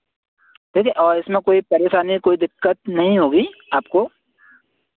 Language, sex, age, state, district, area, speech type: Hindi, male, 18-30, Madhya Pradesh, Seoni, urban, conversation